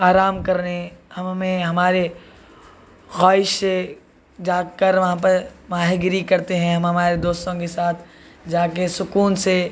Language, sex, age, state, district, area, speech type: Urdu, male, 45-60, Telangana, Hyderabad, urban, spontaneous